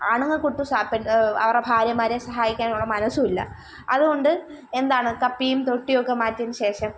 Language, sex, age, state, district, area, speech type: Malayalam, female, 18-30, Kerala, Kollam, rural, spontaneous